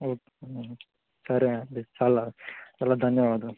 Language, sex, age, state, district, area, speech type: Telugu, male, 18-30, Andhra Pradesh, Visakhapatnam, urban, conversation